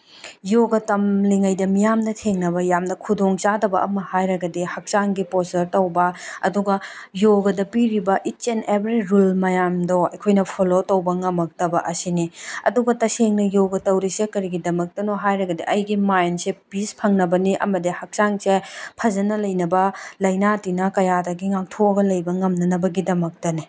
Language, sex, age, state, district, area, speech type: Manipuri, female, 18-30, Manipur, Tengnoupal, rural, spontaneous